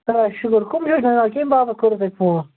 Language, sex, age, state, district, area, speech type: Kashmiri, male, 30-45, Jammu and Kashmir, Bandipora, rural, conversation